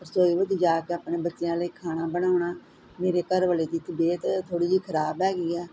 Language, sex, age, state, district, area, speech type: Punjabi, female, 45-60, Punjab, Gurdaspur, rural, spontaneous